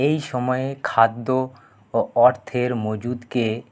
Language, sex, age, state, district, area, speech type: Bengali, male, 30-45, West Bengal, Paschim Bardhaman, urban, spontaneous